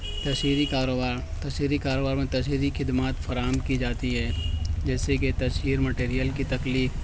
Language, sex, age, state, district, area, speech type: Urdu, male, 60+, Maharashtra, Nashik, rural, spontaneous